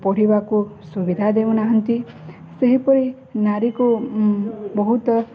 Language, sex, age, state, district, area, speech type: Odia, female, 18-30, Odisha, Balangir, urban, spontaneous